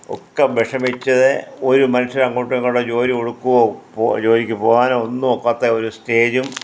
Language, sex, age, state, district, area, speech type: Malayalam, male, 60+, Kerala, Kottayam, rural, spontaneous